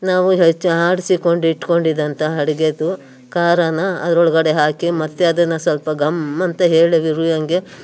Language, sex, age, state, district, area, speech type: Kannada, female, 60+, Karnataka, Mandya, rural, spontaneous